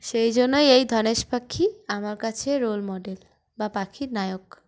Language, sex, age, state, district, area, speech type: Bengali, female, 18-30, West Bengal, Uttar Dinajpur, urban, spontaneous